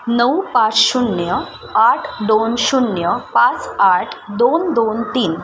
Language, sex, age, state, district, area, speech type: Marathi, female, 30-45, Maharashtra, Mumbai Suburban, urban, read